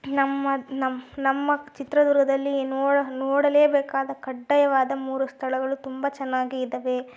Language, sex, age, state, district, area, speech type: Kannada, female, 18-30, Karnataka, Chitradurga, rural, spontaneous